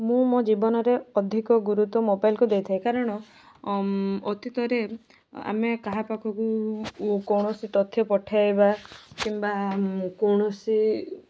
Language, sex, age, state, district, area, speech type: Odia, female, 18-30, Odisha, Balasore, rural, spontaneous